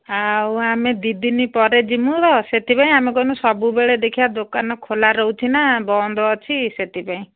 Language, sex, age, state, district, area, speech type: Odia, female, 45-60, Odisha, Angul, rural, conversation